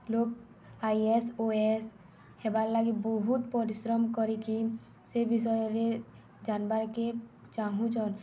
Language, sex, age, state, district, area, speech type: Odia, female, 18-30, Odisha, Balangir, urban, spontaneous